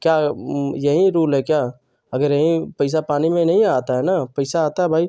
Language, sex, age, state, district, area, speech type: Hindi, male, 30-45, Uttar Pradesh, Ghazipur, rural, spontaneous